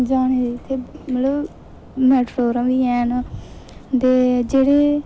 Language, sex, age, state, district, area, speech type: Dogri, female, 18-30, Jammu and Kashmir, Reasi, rural, spontaneous